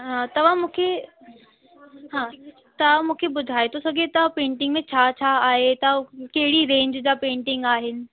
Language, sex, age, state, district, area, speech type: Sindhi, female, 18-30, Delhi, South Delhi, urban, conversation